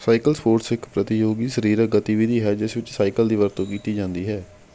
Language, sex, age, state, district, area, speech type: Punjabi, male, 45-60, Punjab, Patiala, urban, read